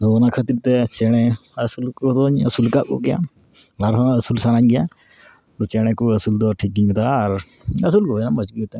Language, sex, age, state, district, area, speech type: Santali, male, 30-45, West Bengal, Dakshin Dinajpur, rural, spontaneous